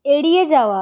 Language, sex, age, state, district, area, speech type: Bengali, female, 30-45, West Bengal, Purulia, urban, read